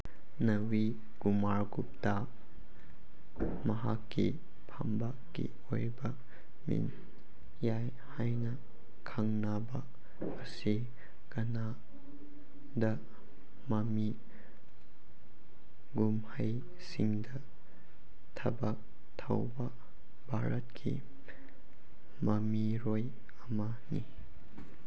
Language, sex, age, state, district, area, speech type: Manipuri, male, 18-30, Manipur, Chandel, rural, read